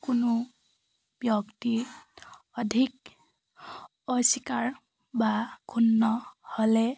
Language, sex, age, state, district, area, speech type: Assamese, female, 18-30, Assam, Charaideo, urban, spontaneous